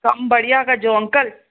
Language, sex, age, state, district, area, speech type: Sindhi, female, 45-60, Gujarat, Kutch, rural, conversation